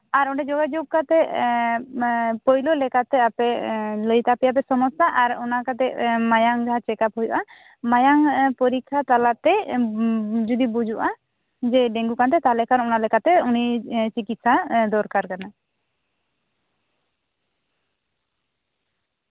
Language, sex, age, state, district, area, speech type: Santali, female, 18-30, West Bengal, Bankura, rural, conversation